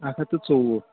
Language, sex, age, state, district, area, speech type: Kashmiri, male, 18-30, Jammu and Kashmir, Kulgam, rural, conversation